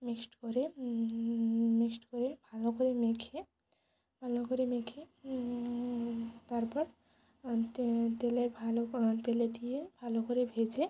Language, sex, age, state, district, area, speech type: Bengali, female, 18-30, West Bengal, Jalpaiguri, rural, spontaneous